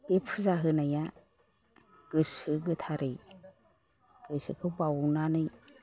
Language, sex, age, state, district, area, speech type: Bodo, male, 60+, Assam, Chirang, rural, spontaneous